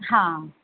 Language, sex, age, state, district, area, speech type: Punjabi, female, 30-45, Punjab, Mansa, urban, conversation